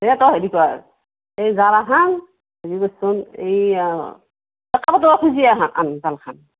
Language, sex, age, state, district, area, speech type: Assamese, female, 60+, Assam, Darrang, rural, conversation